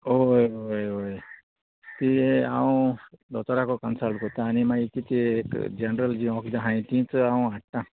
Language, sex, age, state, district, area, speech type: Goan Konkani, male, 45-60, Goa, Murmgao, rural, conversation